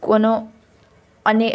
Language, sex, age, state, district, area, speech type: Bengali, female, 18-30, West Bengal, Hooghly, urban, spontaneous